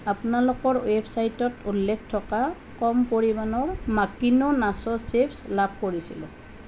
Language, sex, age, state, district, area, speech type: Assamese, female, 30-45, Assam, Nalbari, rural, read